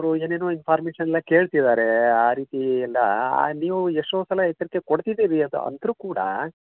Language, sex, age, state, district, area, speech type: Kannada, male, 60+, Karnataka, Koppal, rural, conversation